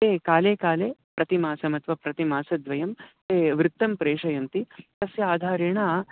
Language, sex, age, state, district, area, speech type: Sanskrit, male, 30-45, Karnataka, Bangalore Urban, urban, conversation